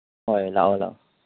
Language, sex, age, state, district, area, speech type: Manipuri, male, 18-30, Manipur, Chandel, rural, conversation